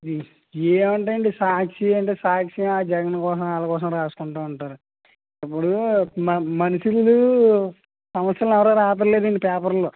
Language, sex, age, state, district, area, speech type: Telugu, male, 30-45, Andhra Pradesh, Konaseema, rural, conversation